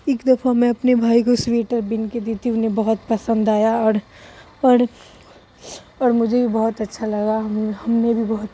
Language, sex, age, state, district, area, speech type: Urdu, female, 30-45, Bihar, Darbhanga, rural, spontaneous